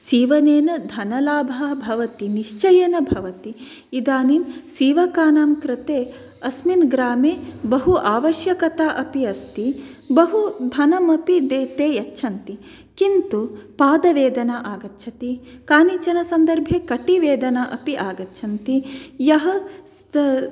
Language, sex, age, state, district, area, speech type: Sanskrit, female, 30-45, Karnataka, Dakshina Kannada, rural, spontaneous